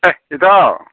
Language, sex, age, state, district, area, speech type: Manipuri, male, 30-45, Manipur, Kakching, rural, conversation